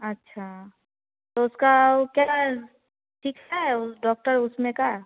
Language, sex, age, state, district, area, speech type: Hindi, female, 18-30, Bihar, Samastipur, urban, conversation